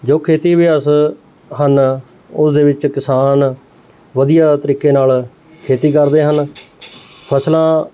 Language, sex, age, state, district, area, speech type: Punjabi, male, 45-60, Punjab, Mohali, urban, spontaneous